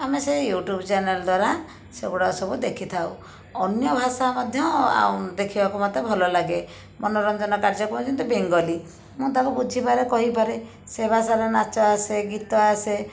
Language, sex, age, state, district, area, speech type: Odia, female, 30-45, Odisha, Jajpur, rural, spontaneous